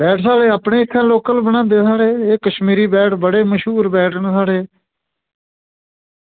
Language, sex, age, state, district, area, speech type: Dogri, male, 30-45, Jammu and Kashmir, Udhampur, rural, conversation